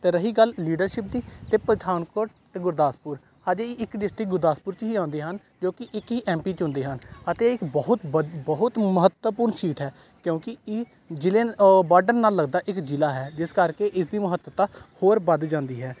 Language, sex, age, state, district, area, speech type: Punjabi, male, 18-30, Punjab, Gurdaspur, rural, spontaneous